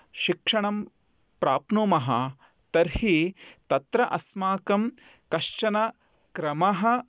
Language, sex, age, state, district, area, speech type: Sanskrit, male, 30-45, Karnataka, Bidar, urban, spontaneous